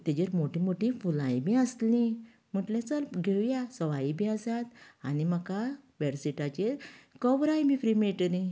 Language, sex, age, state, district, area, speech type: Goan Konkani, female, 45-60, Goa, Canacona, rural, spontaneous